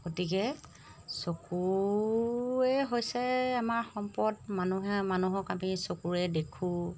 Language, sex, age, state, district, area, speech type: Assamese, female, 45-60, Assam, Golaghat, rural, spontaneous